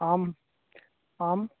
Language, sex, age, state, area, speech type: Sanskrit, male, 18-30, Uttar Pradesh, urban, conversation